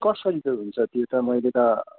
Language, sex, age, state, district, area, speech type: Nepali, male, 45-60, West Bengal, Kalimpong, rural, conversation